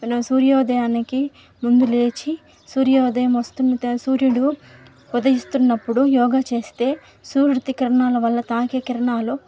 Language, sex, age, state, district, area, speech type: Telugu, female, 18-30, Andhra Pradesh, Nellore, rural, spontaneous